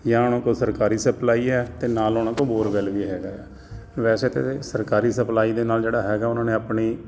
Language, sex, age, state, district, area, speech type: Punjabi, male, 45-60, Punjab, Jalandhar, urban, spontaneous